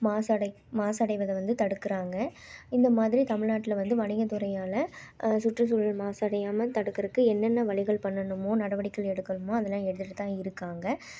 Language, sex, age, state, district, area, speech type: Tamil, female, 18-30, Tamil Nadu, Tiruppur, urban, spontaneous